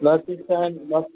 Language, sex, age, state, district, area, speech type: Hindi, male, 45-60, Rajasthan, Jodhpur, urban, conversation